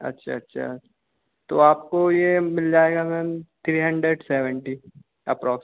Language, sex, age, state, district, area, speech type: Hindi, male, 18-30, Madhya Pradesh, Hoshangabad, urban, conversation